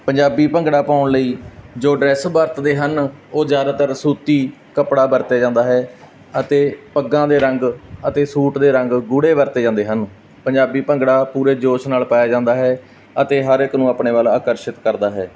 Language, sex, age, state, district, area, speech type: Punjabi, male, 30-45, Punjab, Barnala, rural, spontaneous